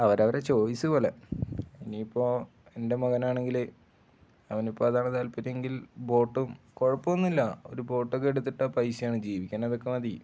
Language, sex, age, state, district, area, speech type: Malayalam, male, 18-30, Kerala, Wayanad, rural, spontaneous